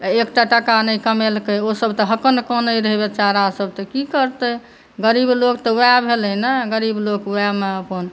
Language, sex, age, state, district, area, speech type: Maithili, female, 30-45, Bihar, Saharsa, rural, spontaneous